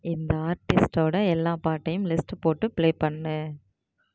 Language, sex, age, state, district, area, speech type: Tamil, female, 30-45, Tamil Nadu, Tiruvarur, rural, read